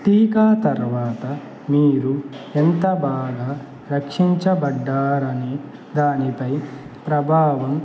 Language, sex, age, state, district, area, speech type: Telugu, male, 18-30, Andhra Pradesh, Annamaya, rural, spontaneous